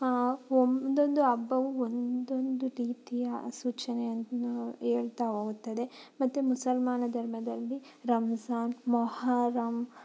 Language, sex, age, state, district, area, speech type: Kannada, female, 30-45, Karnataka, Tumkur, rural, spontaneous